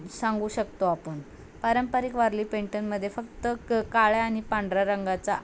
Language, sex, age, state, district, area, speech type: Marathi, female, 18-30, Maharashtra, Osmanabad, rural, spontaneous